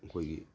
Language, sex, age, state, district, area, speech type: Manipuri, male, 60+, Manipur, Imphal East, rural, spontaneous